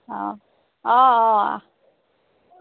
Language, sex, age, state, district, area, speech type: Assamese, female, 45-60, Assam, Golaghat, rural, conversation